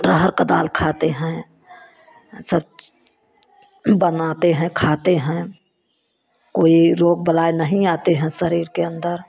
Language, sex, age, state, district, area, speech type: Hindi, female, 60+, Uttar Pradesh, Prayagraj, urban, spontaneous